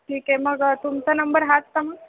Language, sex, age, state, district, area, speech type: Marathi, male, 18-30, Maharashtra, Buldhana, urban, conversation